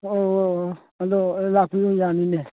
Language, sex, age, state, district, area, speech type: Manipuri, male, 45-60, Manipur, Churachandpur, rural, conversation